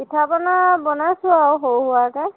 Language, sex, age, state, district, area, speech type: Assamese, female, 18-30, Assam, Lakhimpur, rural, conversation